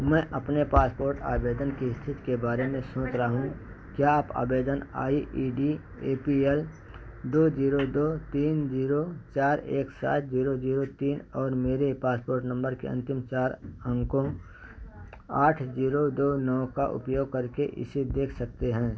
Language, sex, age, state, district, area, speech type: Hindi, male, 60+, Uttar Pradesh, Ayodhya, urban, read